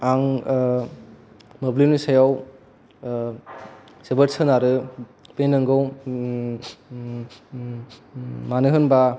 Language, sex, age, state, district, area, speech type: Bodo, male, 18-30, Assam, Kokrajhar, urban, spontaneous